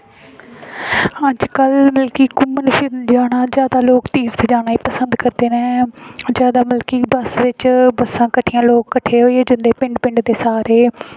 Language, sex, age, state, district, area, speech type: Dogri, female, 18-30, Jammu and Kashmir, Samba, rural, spontaneous